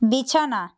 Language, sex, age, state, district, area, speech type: Bengali, female, 30-45, West Bengal, Purba Medinipur, rural, read